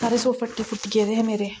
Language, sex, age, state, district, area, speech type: Dogri, female, 45-60, Jammu and Kashmir, Reasi, rural, spontaneous